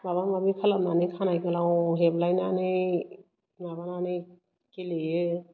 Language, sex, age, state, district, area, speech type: Bodo, female, 60+, Assam, Chirang, rural, spontaneous